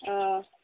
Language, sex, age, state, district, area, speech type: Manipuri, female, 18-30, Manipur, Kangpokpi, urban, conversation